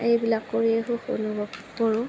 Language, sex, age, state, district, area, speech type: Assamese, female, 30-45, Assam, Darrang, rural, spontaneous